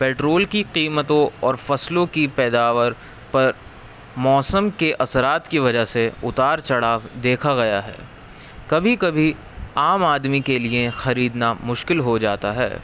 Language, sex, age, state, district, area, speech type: Urdu, male, 18-30, Uttar Pradesh, Rampur, urban, spontaneous